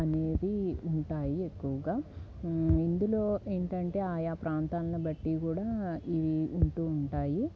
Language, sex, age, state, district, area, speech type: Telugu, female, 45-60, Andhra Pradesh, Guntur, urban, spontaneous